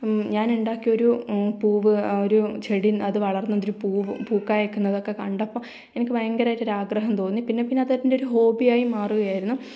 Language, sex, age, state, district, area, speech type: Malayalam, female, 18-30, Kerala, Kannur, rural, spontaneous